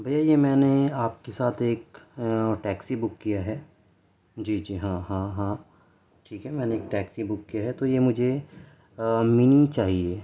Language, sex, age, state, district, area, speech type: Urdu, male, 30-45, Delhi, South Delhi, rural, spontaneous